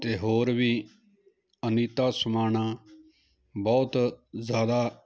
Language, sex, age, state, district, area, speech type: Punjabi, male, 30-45, Punjab, Jalandhar, urban, spontaneous